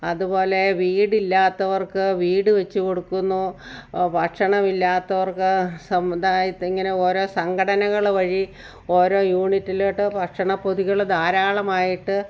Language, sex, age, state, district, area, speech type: Malayalam, female, 60+, Kerala, Kottayam, rural, spontaneous